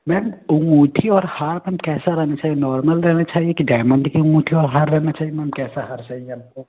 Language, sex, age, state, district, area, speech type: Hindi, male, 18-30, Uttar Pradesh, Ghazipur, rural, conversation